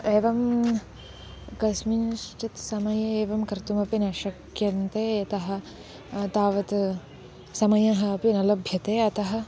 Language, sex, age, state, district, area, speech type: Sanskrit, female, 18-30, Karnataka, Uttara Kannada, rural, spontaneous